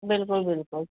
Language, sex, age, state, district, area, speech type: Sindhi, female, 30-45, Uttar Pradesh, Lucknow, rural, conversation